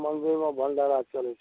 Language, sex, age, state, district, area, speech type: Maithili, male, 45-60, Bihar, Araria, rural, conversation